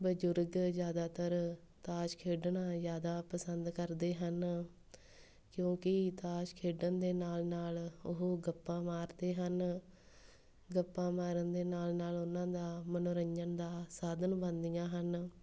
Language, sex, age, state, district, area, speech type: Punjabi, female, 18-30, Punjab, Tarn Taran, rural, spontaneous